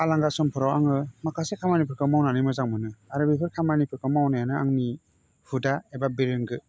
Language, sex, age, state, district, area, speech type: Bodo, male, 30-45, Assam, Baksa, urban, spontaneous